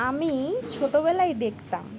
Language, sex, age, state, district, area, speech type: Bengali, female, 18-30, West Bengal, Dakshin Dinajpur, urban, spontaneous